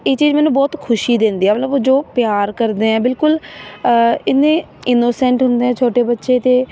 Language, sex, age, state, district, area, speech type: Punjabi, female, 18-30, Punjab, Patiala, urban, spontaneous